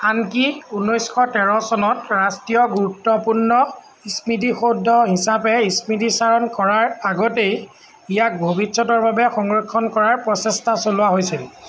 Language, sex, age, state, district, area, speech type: Assamese, male, 30-45, Assam, Lakhimpur, rural, read